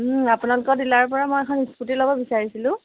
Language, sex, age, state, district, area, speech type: Assamese, female, 18-30, Assam, Jorhat, urban, conversation